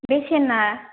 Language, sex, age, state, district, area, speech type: Bodo, female, 18-30, Assam, Chirang, rural, conversation